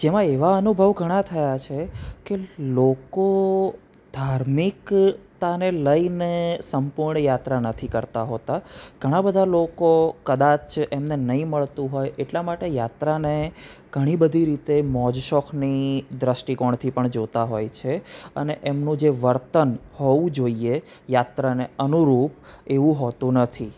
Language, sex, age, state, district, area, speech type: Gujarati, male, 30-45, Gujarat, Anand, urban, spontaneous